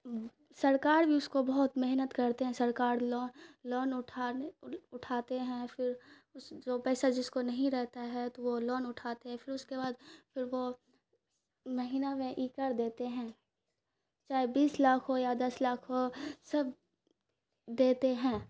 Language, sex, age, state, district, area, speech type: Urdu, female, 18-30, Bihar, Khagaria, rural, spontaneous